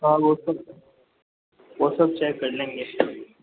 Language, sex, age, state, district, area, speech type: Hindi, male, 45-60, Rajasthan, Jodhpur, urban, conversation